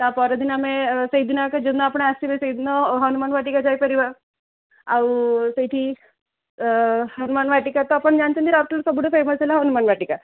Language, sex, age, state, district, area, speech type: Odia, female, 30-45, Odisha, Sundergarh, urban, conversation